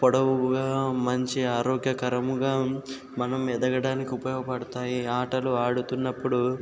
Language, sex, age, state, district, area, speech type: Telugu, male, 60+, Andhra Pradesh, Kakinada, rural, spontaneous